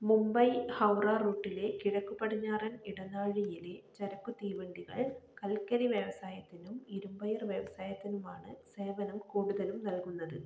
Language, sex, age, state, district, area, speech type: Malayalam, female, 30-45, Kerala, Kannur, urban, read